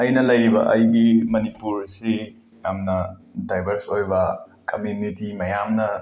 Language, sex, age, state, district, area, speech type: Manipuri, male, 18-30, Manipur, Imphal West, rural, spontaneous